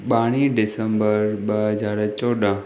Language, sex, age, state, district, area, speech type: Sindhi, male, 18-30, Maharashtra, Thane, urban, spontaneous